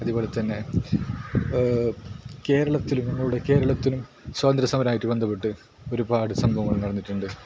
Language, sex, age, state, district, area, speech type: Malayalam, male, 18-30, Kerala, Kasaragod, rural, spontaneous